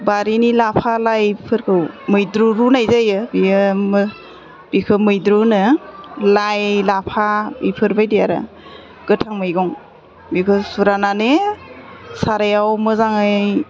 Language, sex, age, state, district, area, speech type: Bodo, female, 30-45, Assam, Udalguri, urban, spontaneous